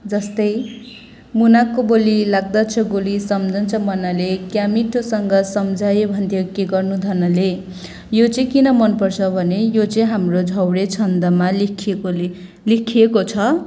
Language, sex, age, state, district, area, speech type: Nepali, female, 18-30, West Bengal, Kalimpong, rural, spontaneous